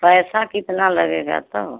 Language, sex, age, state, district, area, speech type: Hindi, female, 60+, Uttar Pradesh, Mau, rural, conversation